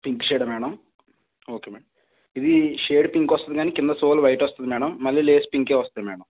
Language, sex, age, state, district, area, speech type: Telugu, male, 30-45, Andhra Pradesh, East Godavari, rural, conversation